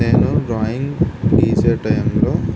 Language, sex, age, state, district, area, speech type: Telugu, male, 18-30, Andhra Pradesh, N T Rama Rao, urban, spontaneous